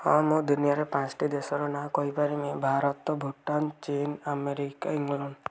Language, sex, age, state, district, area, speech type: Odia, male, 18-30, Odisha, Kendujhar, urban, spontaneous